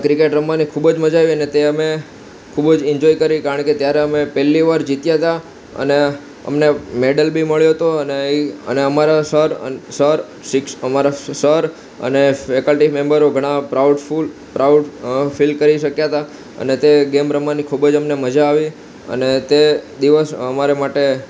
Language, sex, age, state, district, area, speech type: Gujarati, male, 18-30, Gujarat, Ahmedabad, urban, spontaneous